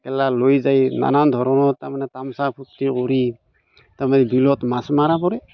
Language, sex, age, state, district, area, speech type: Assamese, male, 45-60, Assam, Barpeta, rural, spontaneous